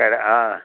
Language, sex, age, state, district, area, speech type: Kannada, male, 60+, Karnataka, Mysore, urban, conversation